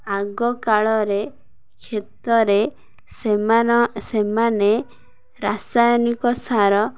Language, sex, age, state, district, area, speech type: Odia, female, 18-30, Odisha, Ganjam, urban, spontaneous